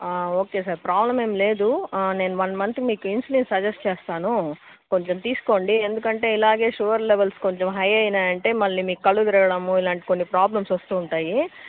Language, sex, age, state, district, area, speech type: Telugu, female, 18-30, Andhra Pradesh, Annamaya, urban, conversation